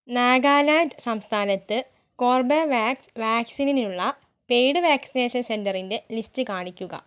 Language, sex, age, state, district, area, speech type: Malayalam, female, 45-60, Kerala, Wayanad, rural, read